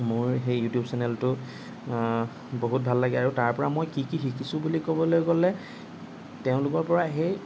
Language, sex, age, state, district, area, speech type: Assamese, male, 45-60, Assam, Morigaon, rural, spontaneous